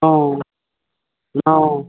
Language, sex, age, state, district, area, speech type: Assamese, female, 45-60, Assam, Dibrugarh, rural, conversation